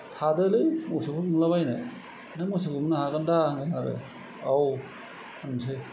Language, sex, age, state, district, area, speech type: Bodo, male, 60+, Assam, Kokrajhar, rural, spontaneous